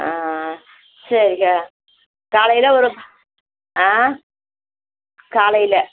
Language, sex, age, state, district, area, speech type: Tamil, female, 60+, Tamil Nadu, Virudhunagar, rural, conversation